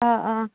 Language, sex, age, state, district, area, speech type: Manipuri, female, 45-60, Manipur, Kakching, rural, conversation